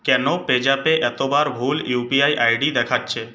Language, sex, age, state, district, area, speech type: Bengali, male, 18-30, West Bengal, Purulia, urban, read